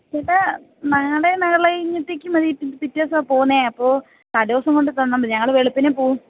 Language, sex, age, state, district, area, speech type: Malayalam, female, 18-30, Kerala, Idukki, rural, conversation